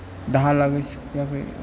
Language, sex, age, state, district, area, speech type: Bodo, male, 18-30, Assam, Chirang, urban, spontaneous